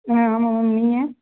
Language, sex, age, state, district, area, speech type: Tamil, female, 18-30, Tamil Nadu, Sivaganga, rural, conversation